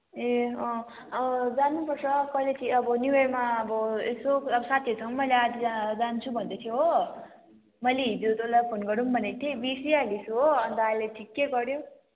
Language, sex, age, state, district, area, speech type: Nepali, female, 18-30, West Bengal, Kalimpong, rural, conversation